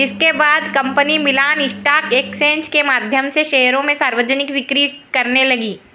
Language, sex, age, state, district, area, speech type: Hindi, female, 60+, Madhya Pradesh, Harda, urban, read